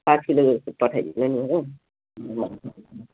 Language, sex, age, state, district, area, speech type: Nepali, female, 60+, West Bengal, Jalpaiguri, rural, conversation